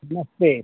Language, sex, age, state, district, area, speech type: Hindi, male, 60+, Uttar Pradesh, Mau, urban, conversation